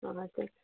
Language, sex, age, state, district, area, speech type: Bengali, female, 45-60, West Bengal, Darjeeling, urban, conversation